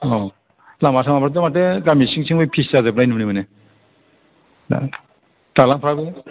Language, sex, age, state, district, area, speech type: Bodo, male, 60+, Assam, Kokrajhar, rural, conversation